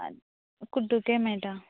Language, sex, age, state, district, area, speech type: Goan Konkani, female, 18-30, Goa, Canacona, rural, conversation